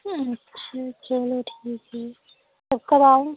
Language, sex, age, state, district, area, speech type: Hindi, female, 18-30, Uttar Pradesh, Prayagraj, rural, conversation